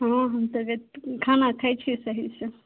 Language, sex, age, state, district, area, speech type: Maithili, female, 30-45, Bihar, Madhubani, rural, conversation